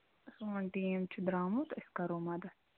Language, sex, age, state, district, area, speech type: Kashmiri, female, 30-45, Jammu and Kashmir, Ganderbal, rural, conversation